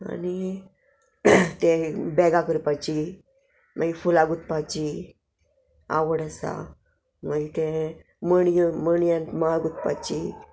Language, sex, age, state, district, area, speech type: Goan Konkani, female, 45-60, Goa, Murmgao, urban, spontaneous